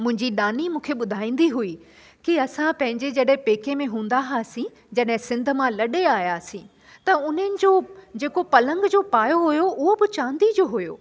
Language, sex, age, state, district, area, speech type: Sindhi, female, 45-60, Delhi, South Delhi, urban, spontaneous